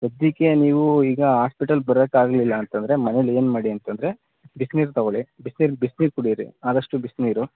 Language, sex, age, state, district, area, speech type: Kannada, male, 30-45, Karnataka, Mandya, rural, conversation